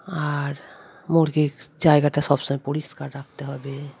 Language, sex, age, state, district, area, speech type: Bengali, female, 30-45, West Bengal, Darjeeling, rural, spontaneous